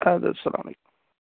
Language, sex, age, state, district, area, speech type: Kashmiri, male, 18-30, Jammu and Kashmir, Baramulla, rural, conversation